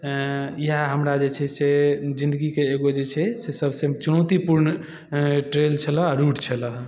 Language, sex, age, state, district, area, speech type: Maithili, male, 18-30, Bihar, Darbhanga, rural, spontaneous